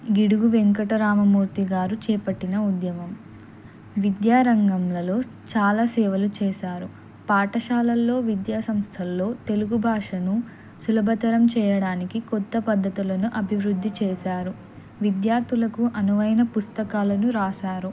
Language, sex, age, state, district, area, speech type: Telugu, female, 18-30, Telangana, Kamareddy, urban, spontaneous